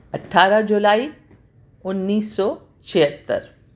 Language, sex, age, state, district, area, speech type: Urdu, female, 60+, Delhi, South Delhi, urban, spontaneous